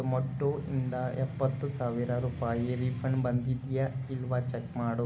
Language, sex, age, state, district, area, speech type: Kannada, male, 30-45, Karnataka, Chikkaballapur, rural, read